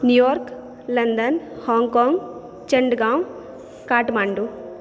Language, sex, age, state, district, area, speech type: Maithili, female, 30-45, Bihar, Supaul, urban, spontaneous